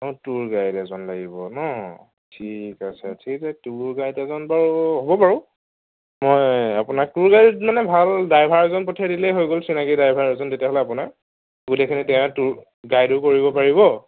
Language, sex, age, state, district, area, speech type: Assamese, male, 30-45, Assam, Nagaon, rural, conversation